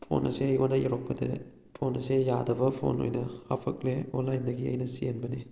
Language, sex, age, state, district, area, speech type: Manipuri, male, 18-30, Manipur, Kakching, rural, spontaneous